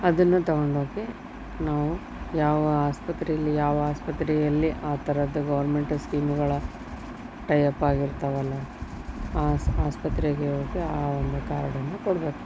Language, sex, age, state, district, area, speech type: Kannada, female, 30-45, Karnataka, Koppal, rural, spontaneous